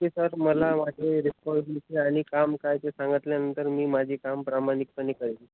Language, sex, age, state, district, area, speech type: Marathi, male, 18-30, Maharashtra, Nagpur, rural, conversation